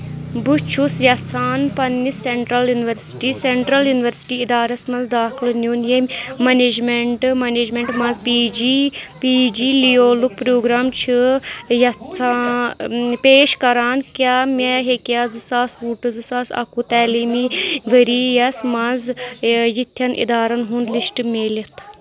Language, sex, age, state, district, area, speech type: Kashmiri, female, 30-45, Jammu and Kashmir, Anantnag, rural, read